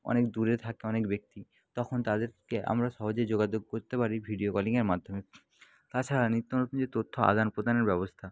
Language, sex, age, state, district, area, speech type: Bengali, male, 18-30, West Bengal, Jhargram, rural, spontaneous